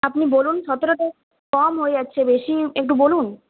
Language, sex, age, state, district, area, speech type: Bengali, female, 18-30, West Bengal, Purulia, rural, conversation